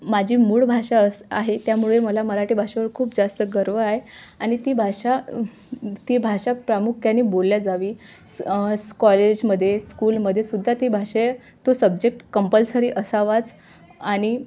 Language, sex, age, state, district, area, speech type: Marathi, female, 18-30, Maharashtra, Amravati, rural, spontaneous